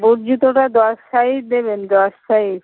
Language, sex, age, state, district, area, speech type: Bengali, female, 45-60, West Bengal, Uttar Dinajpur, urban, conversation